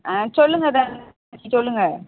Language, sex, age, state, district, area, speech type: Tamil, female, 18-30, Tamil Nadu, Sivaganga, rural, conversation